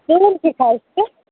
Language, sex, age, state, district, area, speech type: Kashmiri, female, 18-30, Jammu and Kashmir, Shopian, rural, conversation